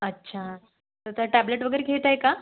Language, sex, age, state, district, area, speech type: Marathi, female, 18-30, Maharashtra, Wardha, urban, conversation